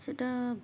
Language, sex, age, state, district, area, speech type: Bengali, female, 18-30, West Bengal, Birbhum, urban, spontaneous